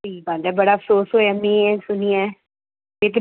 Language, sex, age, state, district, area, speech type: Dogri, female, 30-45, Jammu and Kashmir, Reasi, urban, conversation